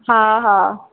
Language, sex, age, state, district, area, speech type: Sindhi, female, 18-30, Madhya Pradesh, Katni, urban, conversation